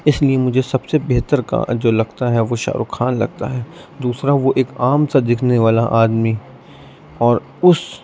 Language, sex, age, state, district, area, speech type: Urdu, male, 18-30, Delhi, East Delhi, urban, spontaneous